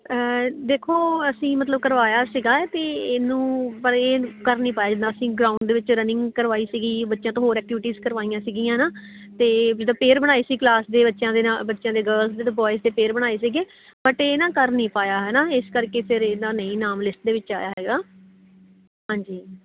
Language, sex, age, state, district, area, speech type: Punjabi, female, 30-45, Punjab, Kapurthala, rural, conversation